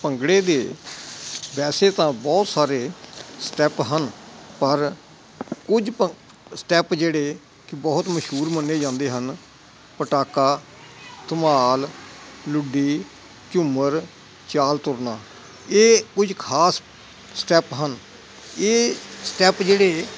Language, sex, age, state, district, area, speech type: Punjabi, male, 60+, Punjab, Hoshiarpur, rural, spontaneous